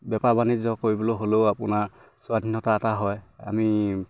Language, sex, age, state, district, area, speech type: Assamese, male, 18-30, Assam, Sivasagar, rural, spontaneous